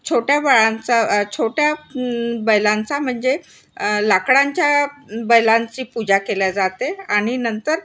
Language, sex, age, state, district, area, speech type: Marathi, female, 60+, Maharashtra, Nagpur, urban, spontaneous